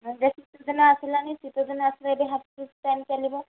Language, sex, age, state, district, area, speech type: Odia, female, 30-45, Odisha, Sambalpur, rural, conversation